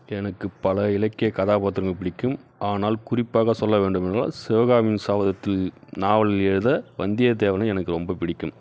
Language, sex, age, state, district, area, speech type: Tamil, male, 30-45, Tamil Nadu, Kallakurichi, rural, spontaneous